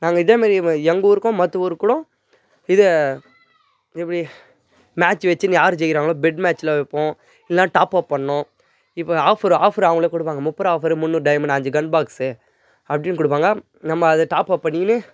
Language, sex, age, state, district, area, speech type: Tamil, male, 18-30, Tamil Nadu, Tiruvannamalai, rural, spontaneous